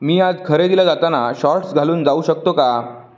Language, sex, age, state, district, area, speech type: Marathi, male, 18-30, Maharashtra, Sindhudurg, rural, read